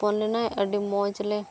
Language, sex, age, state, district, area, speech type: Santali, female, 18-30, Jharkhand, Pakur, rural, spontaneous